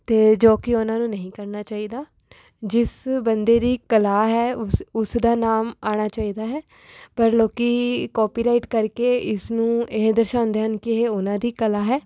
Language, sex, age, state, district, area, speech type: Punjabi, female, 18-30, Punjab, Rupnagar, urban, spontaneous